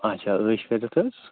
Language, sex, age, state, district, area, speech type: Kashmiri, male, 18-30, Jammu and Kashmir, Kupwara, rural, conversation